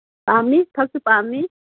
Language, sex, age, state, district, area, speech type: Manipuri, female, 60+, Manipur, Kangpokpi, urban, conversation